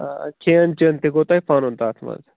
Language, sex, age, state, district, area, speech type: Kashmiri, male, 45-60, Jammu and Kashmir, Budgam, urban, conversation